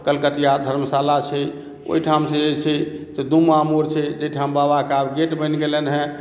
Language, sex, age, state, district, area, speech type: Maithili, male, 45-60, Bihar, Madhubani, urban, spontaneous